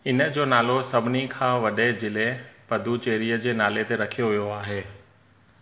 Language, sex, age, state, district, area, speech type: Sindhi, male, 30-45, Gujarat, Surat, urban, read